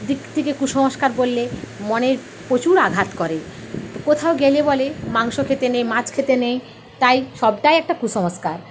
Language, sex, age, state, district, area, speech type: Bengali, female, 30-45, West Bengal, Paschim Medinipur, rural, spontaneous